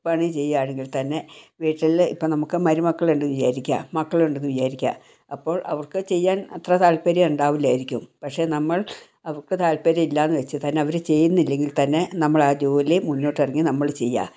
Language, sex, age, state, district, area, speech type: Malayalam, female, 60+, Kerala, Wayanad, rural, spontaneous